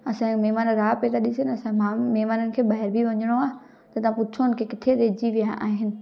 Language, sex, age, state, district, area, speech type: Sindhi, female, 18-30, Gujarat, Junagadh, rural, spontaneous